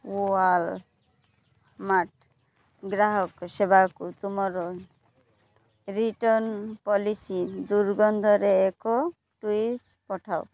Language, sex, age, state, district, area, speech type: Odia, female, 30-45, Odisha, Malkangiri, urban, read